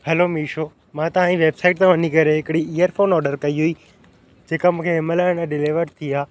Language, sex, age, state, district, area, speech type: Sindhi, male, 18-30, Madhya Pradesh, Katni, urban, spontaneous